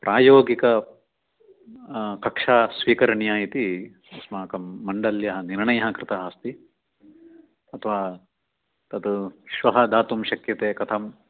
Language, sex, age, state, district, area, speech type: Sanskrit, male, 60+, Karnataka, Dakshina Kannada, rural, conversation